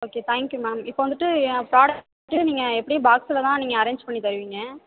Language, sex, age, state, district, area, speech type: Tamil, female, 18-30, Tamil Nadu, Tiruvarur, rural, conversation